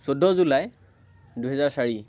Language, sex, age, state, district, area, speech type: Assamese, male, 18-30, Assam, Lakhimpur, rural, spontaneous